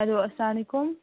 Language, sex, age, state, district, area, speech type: Kashmiri, female, 18-30, Jammu and Kashmir, Budgam, rural, conversation